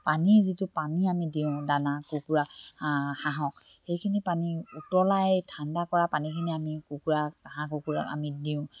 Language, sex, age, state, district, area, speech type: Assamese, female, 45-60, Assam, Dibrugarh, rural, spontaneous